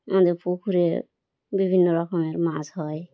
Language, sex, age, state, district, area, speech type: Bengali, female, 30-45, West Bengal, Birbhum, urban, spontaneous